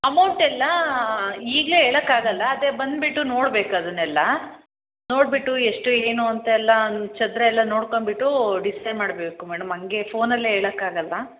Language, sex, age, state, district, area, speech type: Kannada, female, 30-45, Karnataka, Hassan, urban, conversation